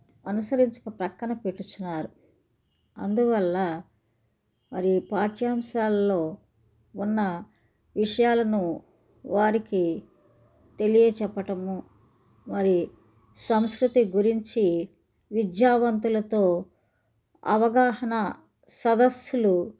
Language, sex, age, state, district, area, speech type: Telugu, female, 60+, Andhra Pradesh, Krishna, rural, spontaneous